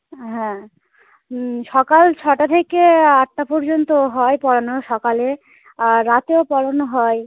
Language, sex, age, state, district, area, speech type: Bengali, female, 18-30, West Bengal, Dakshin Dinajpur, urban, conversation